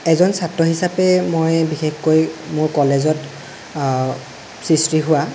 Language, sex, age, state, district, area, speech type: Assamese, male, 18-30, Assam, Lakhimpur, rural, spontaneous